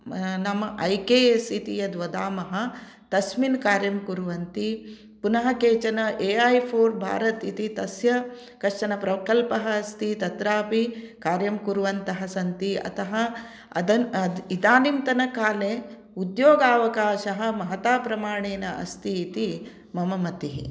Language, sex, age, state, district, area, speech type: Sanskrit, female, 45-60, Karnataka, Uttara Kannada, urban, spontaneous